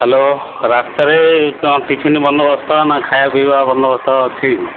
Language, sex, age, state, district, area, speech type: Odia, male, 60+, Odisha, Sundergarh, urban, conversation